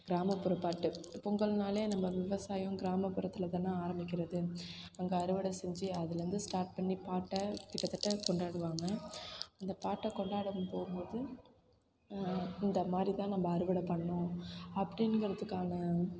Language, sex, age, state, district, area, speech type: Tamil, female, 18-30, Tamil Nadu, Thanjavur, urban, spontaneous